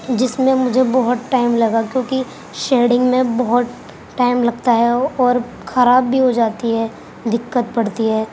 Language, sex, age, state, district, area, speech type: Urdu, female, 18-30, Uttar Pradesh, Gautam Buddha Nagar, urban, spontaneous